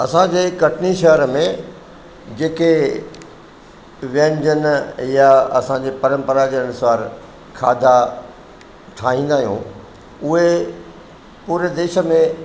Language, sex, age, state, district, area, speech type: Sindhi, male, 60+, Madhya Pradesh, Katni, rural, spontaneous